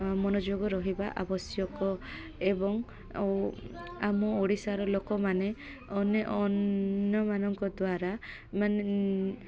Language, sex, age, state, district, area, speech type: Odia, female, 18-30, Odisha, Koraput, urban, spontaneous